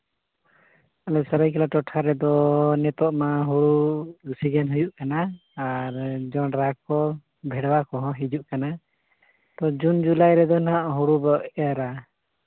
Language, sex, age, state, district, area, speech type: Santali, male, 30-45, Jharkhand, Seraikela Kharsawan, rural, conversation